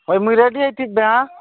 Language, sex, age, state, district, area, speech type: Odia, male, 45-60, Odisha, Nabarangpur, rural, conversation